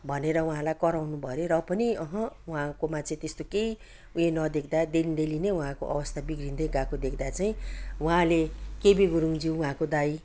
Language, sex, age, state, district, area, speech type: Nepali, female, 60+, West Bengal, Kalimpong, rural, spontaneous